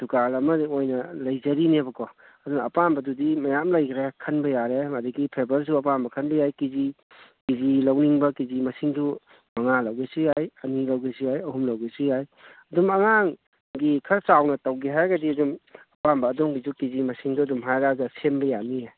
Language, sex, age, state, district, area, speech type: Manipuri, male, 45-60, Manipur, Kangpokpi, urban, conversation